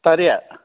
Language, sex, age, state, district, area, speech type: Manipuri, male, 60+, Manipur, Thoubal, rural, conversation